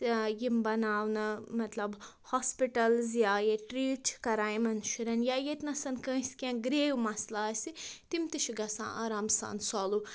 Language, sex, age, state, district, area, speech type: Kashmiri, female, 30-45, Jammu and Kashmir, Budgam, rural, spontaneous